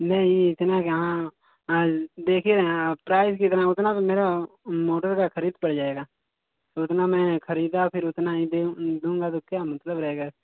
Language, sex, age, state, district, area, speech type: Hindi, male, 18-30, Uttar Pradesh, Mau, rural, conversation